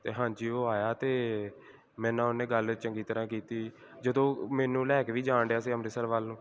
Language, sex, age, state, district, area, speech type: Punjabi, male, 18-30, Punjab, Gurdaspur, rural, spontaneous